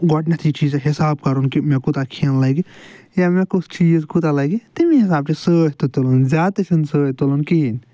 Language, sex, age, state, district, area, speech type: Kashmiri, male, 60+, Jammu and Kashmir, Ganderbal, urban, spontaneous